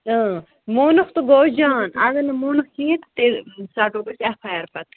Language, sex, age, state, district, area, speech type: Kashmiri, female, 18-30, Jammu and Kashmir, Kupwara, rural, conversation